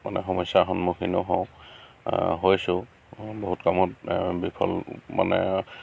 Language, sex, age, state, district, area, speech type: Assamese, male, 45-60, Assam, Lakhimpur, rural, spontaneous